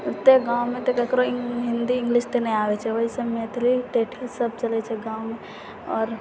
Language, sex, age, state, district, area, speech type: Maithili, female, 18-30, Bihar, Purnia, rural, spontaneous